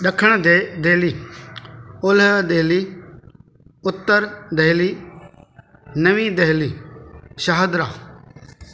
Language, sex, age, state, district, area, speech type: Sindhi, male, 45-60, Delhi, South Delhi, urban, spontaneous